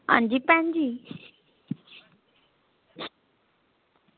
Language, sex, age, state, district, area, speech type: Dogri, female, 30-45, Jammu and Kashmir, Samba, rural, conversation